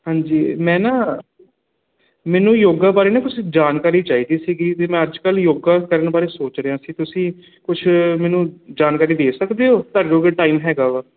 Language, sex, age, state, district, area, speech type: Punjabi, male, 18-30, Punjab, Kapurthala, urban, conversation